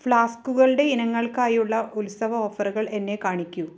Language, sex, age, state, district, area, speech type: Malayalam, female, 30-45, Kerala, Thrissur, urban, read